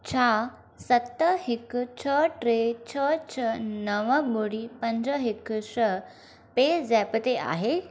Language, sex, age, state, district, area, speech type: Sindhi, female, 18-30, Maharashtra, Thane, urban, read